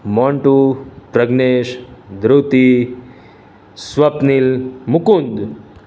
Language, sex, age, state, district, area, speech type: Gujarati, male, 30-45, Gujarat, Surat, urban, spontaneous